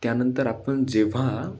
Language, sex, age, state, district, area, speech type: Marathi, male, 18-30, Maharashtra, Pune, urban, spontaneous